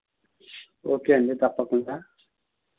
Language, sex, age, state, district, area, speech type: Telugu, male, 30-45, Andhra Pradesh, N T Rama Rao, rural, conversation